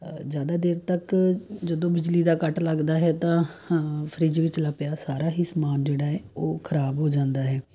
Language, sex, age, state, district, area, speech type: Punjabi, female, 30-45, Punjab, Tarn Taran, urban, spontaneous